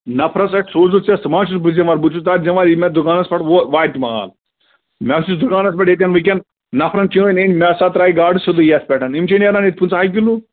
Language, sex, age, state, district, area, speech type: Kashmiri, male, 30-45, Jammu and Kashmir, Bandipora, rural, conversation